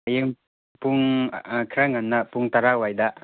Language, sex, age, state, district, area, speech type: Manipuri, male, 30-45, Manipur, Chandel, rural, conversation